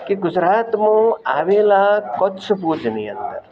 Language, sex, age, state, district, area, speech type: Gujarati, male, 60+, Gujarat, Rajkot, urban, spontaneous